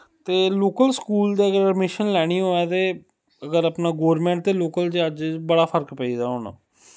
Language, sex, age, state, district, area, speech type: Dogri, male, 18-30, Jammu and Kashmir, Samba, rural, spontaneous